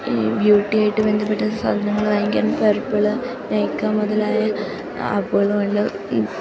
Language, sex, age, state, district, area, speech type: Malayalam, female, 18-30, Kerala, Idukki, rural, spontaneous